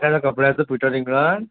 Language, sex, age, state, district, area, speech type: Marathi, male, 30-45, Maharashtra, Akola, rural, conversation